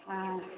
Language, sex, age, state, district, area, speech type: Tamil, female, 18-30, Tamil Nadu, Thanjavur, urban, conversation